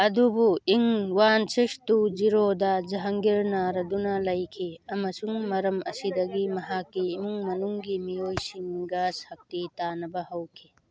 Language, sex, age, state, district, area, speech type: Manipuri, female, 45-60, Manipur, Churachandpur, urban, read